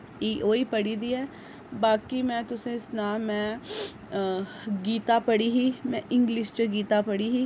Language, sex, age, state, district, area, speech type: Dogri, female, 30-45, Jammu and Kashmir, Jammu, urban, spontaneous